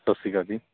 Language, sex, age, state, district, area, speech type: Punjabi, male, 30-45, Punjab, Bathinda, rural, conversation